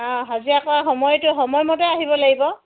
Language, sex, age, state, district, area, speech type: Assamese, female, 45-60, Assam, Dibrugarh, rural, conversation